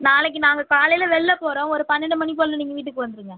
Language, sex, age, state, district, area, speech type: Tamil, female, 45-60, Tamil Nadu, Cuddalore, rural, conversation